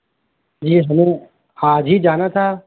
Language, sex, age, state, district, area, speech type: Urdu, male, 18-30, Uttar Pradesh, Lucknow, urban, conversation